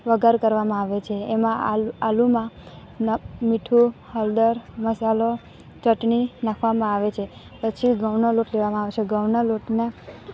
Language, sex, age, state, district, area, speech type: Gujarati, female, 18-30, Gujarat, Narmada, urban, spontaneous